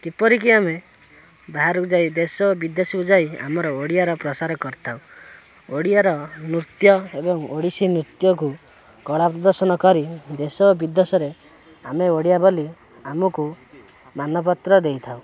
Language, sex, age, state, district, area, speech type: Odia, male, 18-30, Odisha, Kendrapara, urban, spontaneous